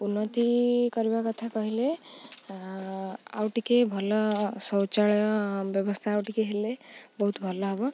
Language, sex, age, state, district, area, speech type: Odia, female, 18-30, Odisha, Jagatsinghpur, rural, spontaneous